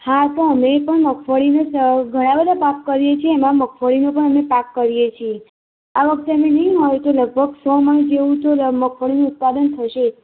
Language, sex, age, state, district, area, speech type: Gujarati, female, 18-30, Gujarat, Mehsana, rural, conversation